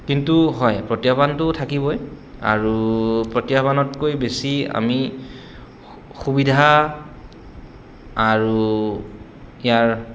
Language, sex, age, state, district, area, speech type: Assamese, male, 30-45, Assam, Goalpara, urban, spontaneous